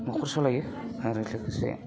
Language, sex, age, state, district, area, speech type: Bodo, male, 45-60, Assam, Udalguri, rural, spontaneous